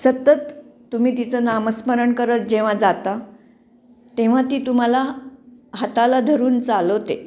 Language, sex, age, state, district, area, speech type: Marathi, female, 45-60, Maharashtra, Pune, urban, spontaneous